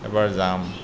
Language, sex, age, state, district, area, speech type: Assamese, male, 30-45, Assam, Nalbari, rural, spontaneous